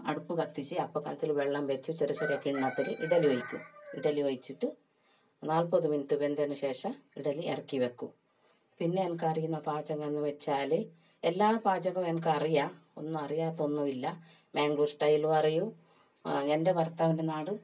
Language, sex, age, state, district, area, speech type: Malayalam, female, 45-60, Kerala, Kasaragod, rural, spontaneous